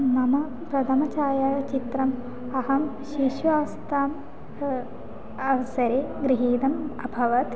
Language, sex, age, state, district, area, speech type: Sanskrit, female, 18-30, Kerala, Malappuram, urban, spontaneous